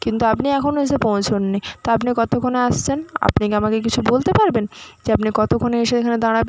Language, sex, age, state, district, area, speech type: Bengali, female, 60+, West Bengal, Jhargram, rural, spontaneous